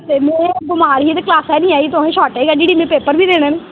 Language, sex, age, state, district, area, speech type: Dogri, female, 18-30, Jammu and Kashmir, Jammu, rural, conversation